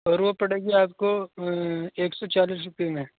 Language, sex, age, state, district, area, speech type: Urdu, male, 18-30, Uttar Pradesh, Saharanpur, urban, conversation